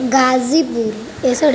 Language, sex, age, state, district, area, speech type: Urdu, female, 18-30, Uttar Pradesh, Mau, urban, spontaneous